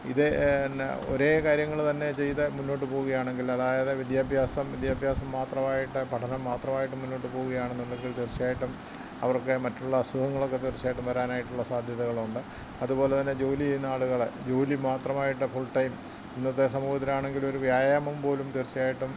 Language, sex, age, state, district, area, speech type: Malayalam, male, 60+, Kerala, Kottayam, rural, spontaneous